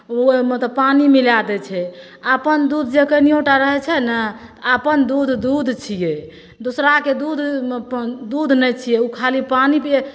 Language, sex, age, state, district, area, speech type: Maithili, female, 45-60, Bihar, Madhepura, rural, spontaneous